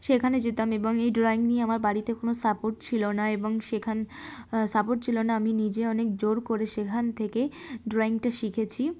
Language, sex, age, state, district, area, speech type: Bengali, female, 18-30, West Bengal, Darjeeling, urban, spontaneous